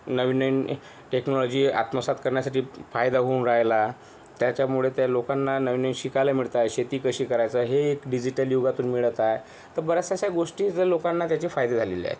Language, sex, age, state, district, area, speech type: Marathi, male, 18-30, Maharashtra, Yavatmal, rural, spontaneous